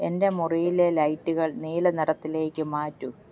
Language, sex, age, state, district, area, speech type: Malayalam, female, 45-60, Kerala, Alappuzha, rural, read